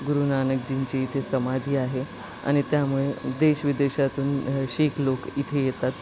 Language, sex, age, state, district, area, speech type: Marathi, female, 30-45, Maharashtra, Nanded, urban, spontaneous